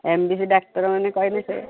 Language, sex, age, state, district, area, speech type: Odia, female, 45-60, Odisha, Angul, rural, conversation